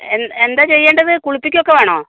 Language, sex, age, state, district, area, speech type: Malayalam, female, 45-60, Kerala, Wayanad, rural, conversation